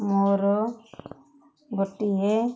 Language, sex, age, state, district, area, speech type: Odia, female, 45-60, Odisha, Ganjam, urban, spontaneous